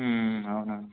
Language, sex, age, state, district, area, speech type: Telugu, male, 18-30, Telangana, Siddipet, urban, conversation